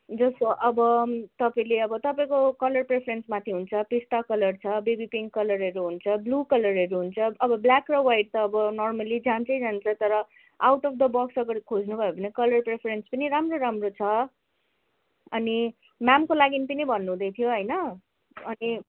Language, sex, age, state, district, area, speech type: Nepali, female, 18-30, West Bengal, Darjeeling, rural, conversation